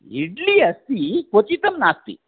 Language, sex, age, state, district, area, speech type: Sanskrit, male, 60+, Tamil Nadu, Thanjavur, urban, conversation